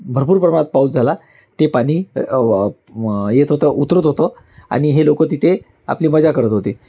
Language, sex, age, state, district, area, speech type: Marathi, male, 30-45, Maharashtra, Amravati, rural, spontaneous